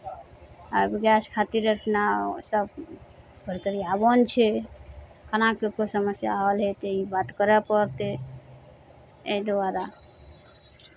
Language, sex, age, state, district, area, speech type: Maithili, female, 45-60, Bihar, Araria, rural, spontaneous